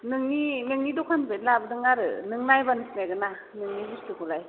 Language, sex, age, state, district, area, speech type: Bodo, female, 45-60, Assam, Kokrajhar, rural, conversation